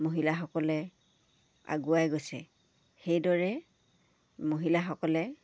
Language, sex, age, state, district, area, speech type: Assamese, female, 45-60, Assam, Dibrugarh, rural, spontaneous